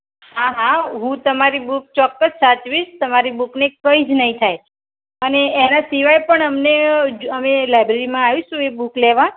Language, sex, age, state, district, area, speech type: Gujarati, female, 45-60, Gujarat, Mehsana, rural, conversation